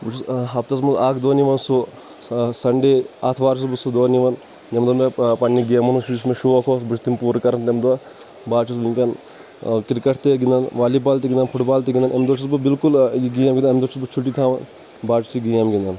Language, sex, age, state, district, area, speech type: Kashmiri, male, 30-45, Jammu and Kashmir, Shopian, rural, spontaneous